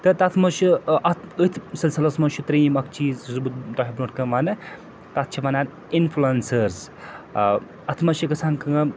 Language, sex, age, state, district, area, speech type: Kashmiri, male, 45-60, Jammu and Kashmir, Srinagar, urban, spontaneous